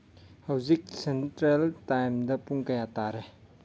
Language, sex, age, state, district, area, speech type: Manipuri, male, 30-45, Manipur, Churachandpur, rural, read